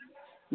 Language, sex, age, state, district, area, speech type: Maithili, male, 18-30, Bihar, Supaul, rural, conversation